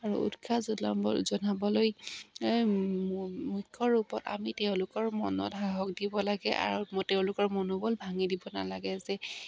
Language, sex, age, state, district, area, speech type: Assamese, female, 45-60, Assam, Dibrugarh, rural, spontaneous